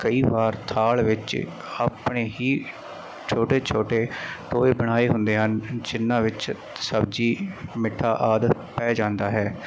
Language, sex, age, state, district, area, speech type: Punjabi, male, 30-45, Punjab, Mansa, rural, spontaneous